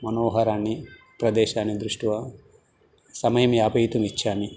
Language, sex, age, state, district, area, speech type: Sanskrit, male, 45-60, Telangana, Karimnagar, urban, spontaneous